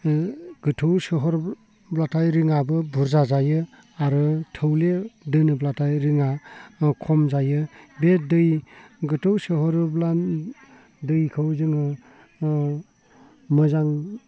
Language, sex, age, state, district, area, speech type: Bodo, male, 30-45, Assam, Baksa, rural, spontaneous